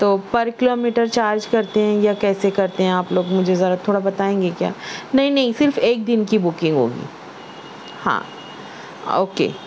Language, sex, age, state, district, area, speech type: Urdu, female, 60+, Maharashtra, Nashik, urban, spontaneous